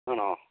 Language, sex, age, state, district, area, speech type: Malayalam, male, 18-30, Kerala, Wayanad, rural, conversation